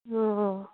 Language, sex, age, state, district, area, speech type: Assamese, female, 30-45, Assam, Darrang, rural, conversation